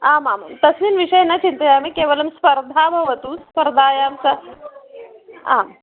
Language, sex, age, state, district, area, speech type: Sanskrit, female, 30-45, Maharashtra, Nagpur, urban, conversation